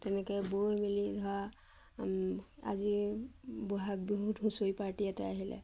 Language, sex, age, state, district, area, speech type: Assamese, female, 45-60, Assam, Majuli, urban, spontaneous